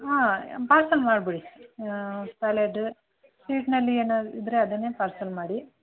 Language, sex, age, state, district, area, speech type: Kannada, female, 30-45, Karnataka, Mysore, rural, conversation